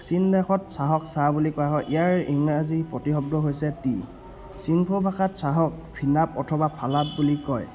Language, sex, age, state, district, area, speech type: Assamese, male, 18-30, Assam, Charaideo, rural, spontaneous